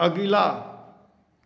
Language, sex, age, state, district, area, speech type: Maithili, male, 30-45, Bihar, Darbhanga, urban, read